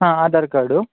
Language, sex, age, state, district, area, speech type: Kannada, male, 18-30, Karnataka, Shimoga, rural, conversation